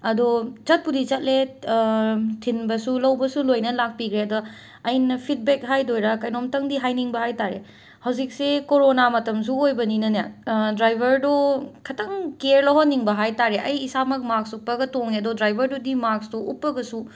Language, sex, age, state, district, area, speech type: Manipuri, female, 45-60, Manipur, Imphal West, urban, spontaneous